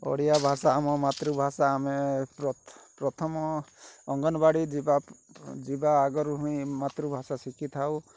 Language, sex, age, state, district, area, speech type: Odia, male, 30-45, Odisha, Rayagada, rural, spontaneous